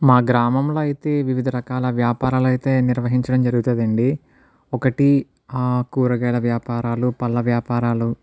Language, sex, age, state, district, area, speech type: Telugu, male, 60+, Andhra Pradesh, Kakinada, rural, spontaneous